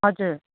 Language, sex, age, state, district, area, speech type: Nepali, female, 18-30, West Bengal, Kalimpong, rural, conversation